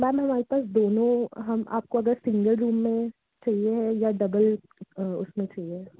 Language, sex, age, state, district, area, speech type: Hindi, female, 30-45, Madhya Pradesh, Jabalpur, urban, conversation